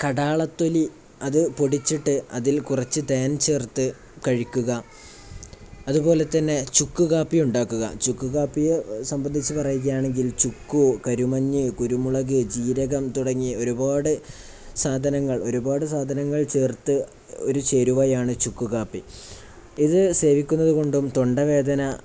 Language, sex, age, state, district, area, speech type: Malayalam, male, 18-30, Kerala, Kozhikode, rural, spontaneous